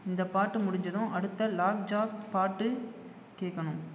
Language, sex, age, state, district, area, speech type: Tamil, male, 18-30, Tamil Nadu, Tiruvannamalai, urban, read